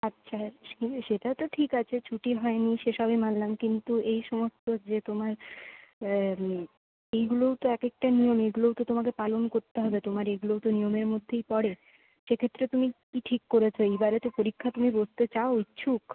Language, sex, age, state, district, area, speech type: Bengali, female, 18-30, West Bengal, Purulia, urban, conversation